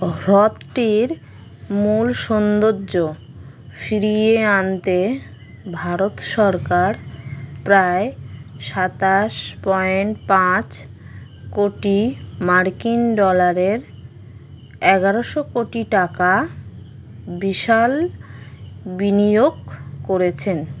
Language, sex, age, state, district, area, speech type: Bengali, female, 18-30, West Bengal, Howrah, urban, read